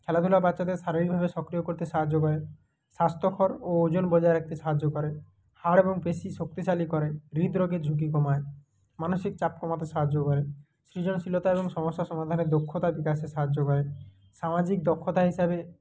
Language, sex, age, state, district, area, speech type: Bengali, male, 30-45, West Bengal, Purba Medinipur, rural, spontaneous